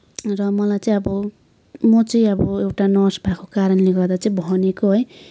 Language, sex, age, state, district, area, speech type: Nepali, female, 18-30, West Bengal, Kalimpong, rural, spontaneous